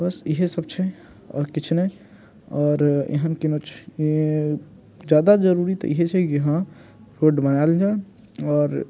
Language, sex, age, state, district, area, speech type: Maithili, male, 18-30, Bihar, Muzaffarpur, rural, spontaneous